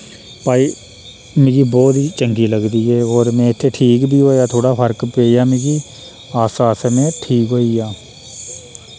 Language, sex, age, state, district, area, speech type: Dogri, male, 30-45, Jammu and Kashmir, Reasi, rural, spontaneous